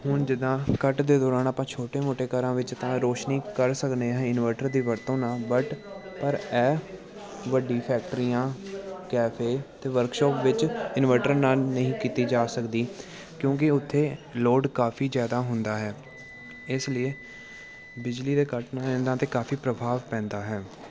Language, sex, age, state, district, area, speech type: Punjabi, male, 18-30, Punjab, Gurdaspur, urban, spontaneous